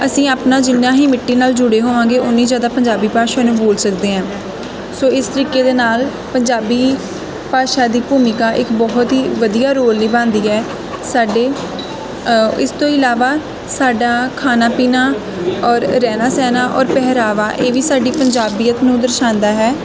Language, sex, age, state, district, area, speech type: Punjabi, female, 18-30, Punjab, Gurdaspur, rural, spontaneous